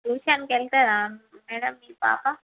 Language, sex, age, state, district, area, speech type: Telugu, female, 18-30, Andhra Pradesh, Visakhapatnam, urban, conversation